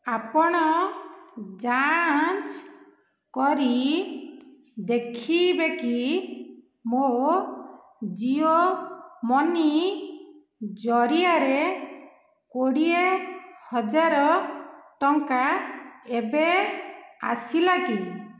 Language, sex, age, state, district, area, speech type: Odia, female, 45-60, Odisha, Dhenkanal, rural, read